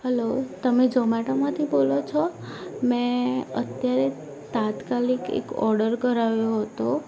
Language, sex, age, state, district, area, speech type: Gujarati, female, 18-30, Gujarat, Ahmedabad, urban, spontaneous